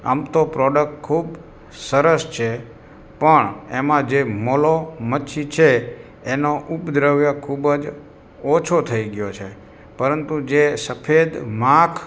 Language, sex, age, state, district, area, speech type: Gujarati, male, 60+, Gujarat, Morbi, rural, spontaneous